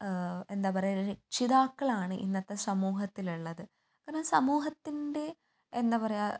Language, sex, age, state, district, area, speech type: Malayalam, female, 18-30, Kerala, Kannur, urban, spontaneous